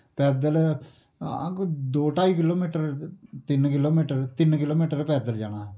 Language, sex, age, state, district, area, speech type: Dogri, male, 30-45, Jammu and Kashmir, Udhampur, rural, spontaneous